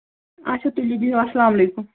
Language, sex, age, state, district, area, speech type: Kashmiri, female, 18-30, Jammu and Kashmir, Kulgam, rural, conversation